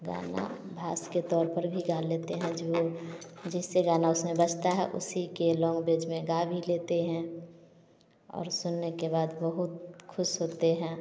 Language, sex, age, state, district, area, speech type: Hindi, female, 30-45, Bihar, Samastipur, rural, spontaneous